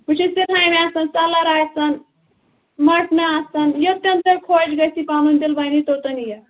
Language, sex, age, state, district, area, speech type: Kashmiri, female, 30-45, Jammu and Kashmir, Anantnag, rural, conversation